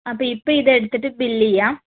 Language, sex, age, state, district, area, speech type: Malayalam, female, 30-45, Kerala, Palakkad, rural, conversation